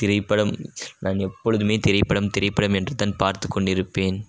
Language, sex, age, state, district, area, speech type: Tamil, male, 18-30, Tamil Nadu, Dharmapuri, urban, spontaneous